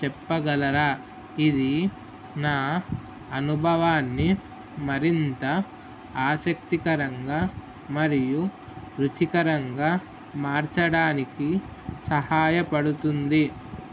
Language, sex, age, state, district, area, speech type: Telugu, male, 18-30, Telangana, Mahabubabad, urban, spontaneous